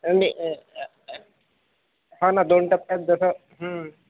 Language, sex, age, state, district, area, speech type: Marathi, male, 30-45, Maharashtra, Akola, urban, conversation